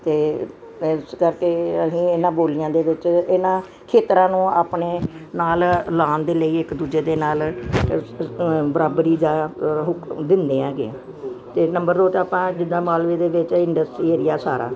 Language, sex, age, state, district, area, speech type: Punjabi, female, 60+, Punjab, Gurdaspur, urban, spontaneous